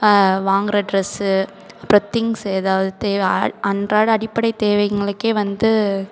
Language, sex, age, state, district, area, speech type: Tamil, female, 18-30, Tamil Nadu, Perambalur, rural, spontaneous